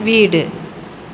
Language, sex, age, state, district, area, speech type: Tamil, female, 60+, Tamil Nadu, Salem, rural, read